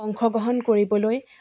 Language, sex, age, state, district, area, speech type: Assamese, female, 30-45, Assam, Dibrugarh, rural, spontaneous